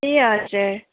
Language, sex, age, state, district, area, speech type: Nepali, female, 18-30, West Bengal, Kalimpong, rural, conversation